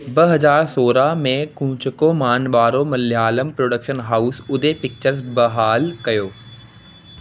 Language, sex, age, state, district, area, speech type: Sindhi, male, 18-30, Delhi, South Delhi, urban, read